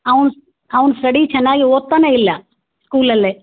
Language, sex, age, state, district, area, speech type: Kannada, female, 60+, Karnataka, Gulbarga, urban, conversation